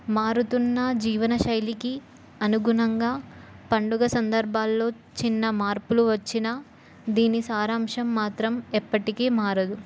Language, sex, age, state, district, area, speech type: Telugu, female, 18-30, Telangana, Jayashankar, urban, spontaneous